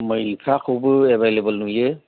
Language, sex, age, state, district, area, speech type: Bodo, male, 45-60, Assam, Chirang, rural, conversation